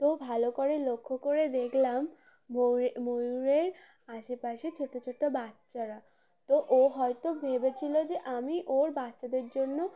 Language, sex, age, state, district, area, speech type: Bengali, female, 18-30, West Bengal, Uttar Dinajpur, urban, spontaneous